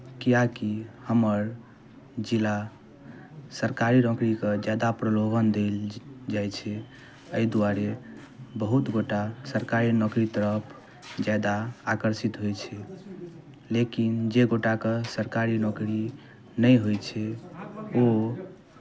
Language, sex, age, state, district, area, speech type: Maithili, male, 18-30, Bihar, Darbhanga, rural, spontaneous